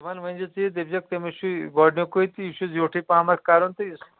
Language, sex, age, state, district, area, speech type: Kashmiri, male, 30-45, Jammu and Kashmir, Anantnag, rural, conversation